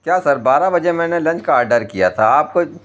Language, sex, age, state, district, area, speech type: Urdu, male, 45-60, Uttar Pradesh, Lucknow, rural, spontaneous